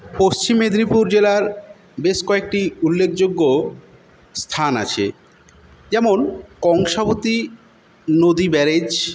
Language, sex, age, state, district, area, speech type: Bengali, male, 45-60, West Bengal, Paschim Medinipur, rural, spontaneous